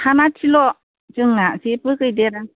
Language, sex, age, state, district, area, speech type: Bodo, female, 60+, Assam, Chirang, rural, conversation